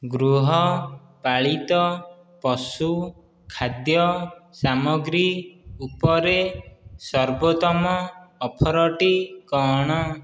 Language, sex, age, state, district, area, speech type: Odia, male, 18-30, Odisha, Dhenkanal, rural, read